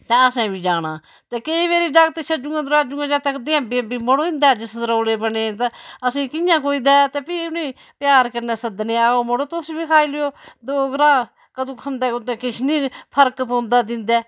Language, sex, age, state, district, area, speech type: Dogri, female, 60+, Jammu and Kashmir, Udhampur, rural, spontaneous